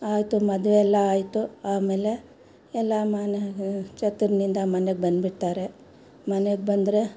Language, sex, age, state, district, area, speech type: Kannada, female, 60+, Karnataka, Bangalore Rural, rural, spontaneous